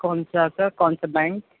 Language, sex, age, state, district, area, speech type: Urdu, male, 18-30, Uttar Pradesh, Gautam Buddha Nagar, urban, conversation